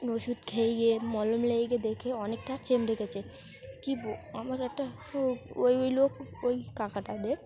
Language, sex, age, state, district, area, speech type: Bengali, female, 18-30, West Bengal, Dakshin Dinajpur, urban, spontaneous